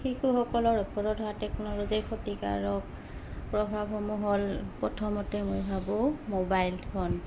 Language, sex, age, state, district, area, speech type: Assamese, female, 30-45, Assam, Goalpara, rural, spontaneous